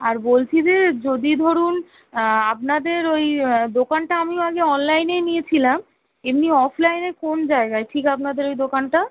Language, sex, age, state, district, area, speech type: Bengali, female, 18-30, West Bengal, Kolkata, urban, conversation